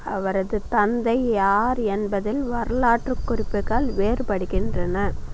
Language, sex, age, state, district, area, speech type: Tamil, female, 45-60, Tamil Nadu, Viluppuram, rural, read